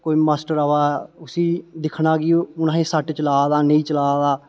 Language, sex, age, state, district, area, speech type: Dogri, male, 18-30, Jammu and Kashmir, Reasi, rural, spontaneous